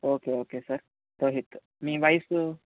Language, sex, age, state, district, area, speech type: Telugu, male, 30-45, Andhra Pradesh, Chittoor, rural, conversation